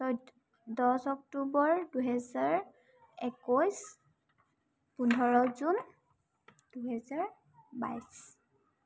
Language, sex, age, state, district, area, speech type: Assamese, female, 18-30, Assam, Tinsukia, rural, spontaneous